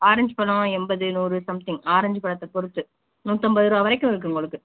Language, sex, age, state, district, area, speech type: Tamil, female, 30-45, Tamil Nadu, Pudukkottai, rural, conversation